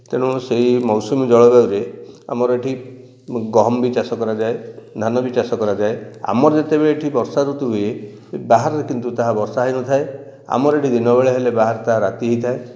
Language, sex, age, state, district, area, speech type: Odia, male, 45-60, Odisha, Nayagarh, rural, spontaneous